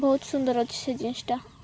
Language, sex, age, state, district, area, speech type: Odia, female, 18-30, Odisha, Malkangiri, urban, spontaneous